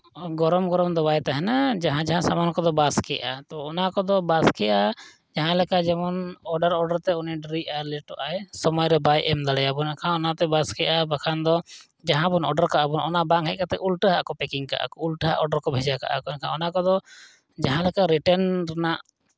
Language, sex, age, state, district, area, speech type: Santali, male, 30-45, Jharkhand, East Singhbhum, rural, spontaneous